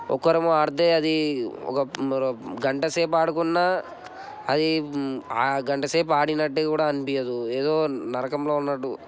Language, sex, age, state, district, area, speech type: Telugu, male, 18-30, Telangana, Medchal, urban, spontaneous